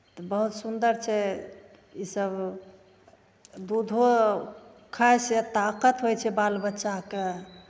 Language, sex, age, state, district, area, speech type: Maithili, female, 45-60, Bihar, Begusarai, rural, spontaneous